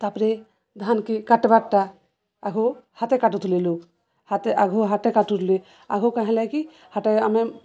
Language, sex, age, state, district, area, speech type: Odia, female, 45-60, Odisha, Balangir, urban, spontaneous